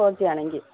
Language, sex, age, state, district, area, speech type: Malayalam, female, 18-30, Kerala, Kozhikode, rural, conversation